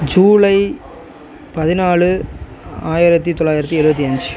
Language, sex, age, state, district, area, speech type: Tamil, male, 30-45, Tamil Nadu, Tiruvarur, rural, spontaneous